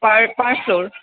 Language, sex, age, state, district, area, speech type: Assamese, female, 30-45, Assam, Dibrugarh, urban, conversation